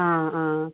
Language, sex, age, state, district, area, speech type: Malayalam, female, 30-45, Kerala, Malappuram, rural, conversation